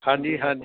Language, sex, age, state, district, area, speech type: Punjabi, male, 30-45, Punjab, Ludhiana, rural, conversation